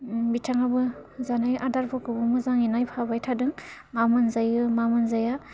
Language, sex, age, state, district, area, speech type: Bodo, female, 18-30, Assam, Udalguri, rural, spontaneous